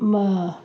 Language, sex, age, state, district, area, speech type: Sindhi, female, 30-45, Delhi, South Delhi, urban, spontaneous